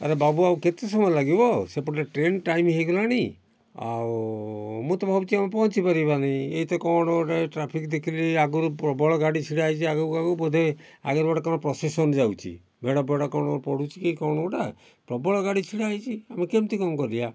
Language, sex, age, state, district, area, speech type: Odia, male, 60+, Odisha, Kalahandi, rural, spontaneous